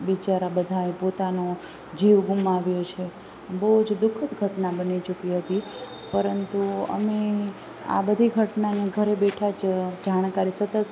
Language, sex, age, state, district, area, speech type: Gujarati, female, 30-45, Gujarat, Rajkot, rural, spontaneous